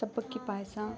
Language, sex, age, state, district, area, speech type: Kannada, female, 18-30, Karnataka, Tumkur, rural, spontaneous